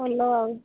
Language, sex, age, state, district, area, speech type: Odia, female, 30-45, Odisha, Nabarangpur, urban, conversation